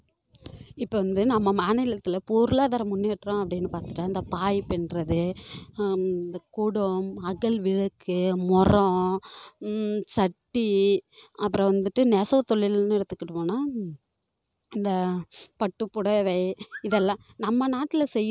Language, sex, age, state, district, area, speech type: Tamil, female, 18-30, Tamil Nadu, Kallakurichi, rural, spontaneous